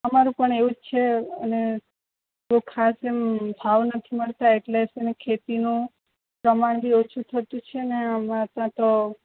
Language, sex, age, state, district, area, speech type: Gujarati, female, 18-30, Gujarat, Valsad, rural, conversation